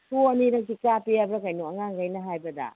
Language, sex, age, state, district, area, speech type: Manipuri, female, 60+, Manipur, Imphal East, rural, conversation